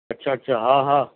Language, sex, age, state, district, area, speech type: Urdu, male, 60+, Delhi, Central Delhi, urban, conversation